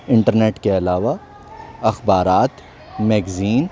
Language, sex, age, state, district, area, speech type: Urdu, male, 45-60, Delhi, South Delhi, urban, spontaneous